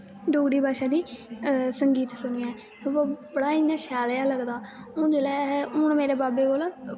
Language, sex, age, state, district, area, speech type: Dogri, female, 18-30, Jammu and Kashmir, Kathua, rural, spontaneous